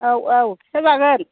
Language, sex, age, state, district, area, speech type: Bodo, female, 60+, Assam, Kokrajhar, rural, conversation